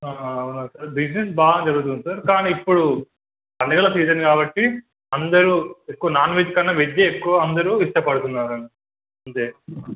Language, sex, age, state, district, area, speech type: Telugu, male, 18-30, Telangana, Hanamkonda, urban, conversation